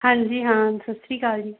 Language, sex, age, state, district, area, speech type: Punjabi, female, 30-45, Punjab, Bathinda, rural, conversation